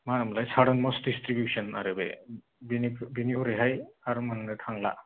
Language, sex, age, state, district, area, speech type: Bodo, male, 18-30, Assam, Kokrajhar, rural, conversation